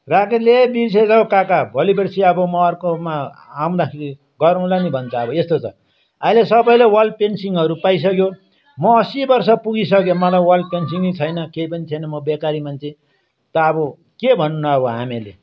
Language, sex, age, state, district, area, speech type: Nepali, male, 60+, West Bengal, Darjeeling, rural, spontaneous